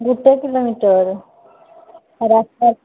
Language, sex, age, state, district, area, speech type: Odia, female, 30-45, Odisha, Mayurbhanj, rural, conversation